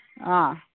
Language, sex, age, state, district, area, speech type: Manipuri, female, 60+, Manipur, Imphal East, rural, conversation